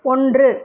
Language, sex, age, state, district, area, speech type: Tamil, female, 30-45, Tamil Nadu, Ranipet, urban, read